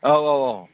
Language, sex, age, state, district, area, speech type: Bodo, male, 60+, Assam, Chirang, urban, conversation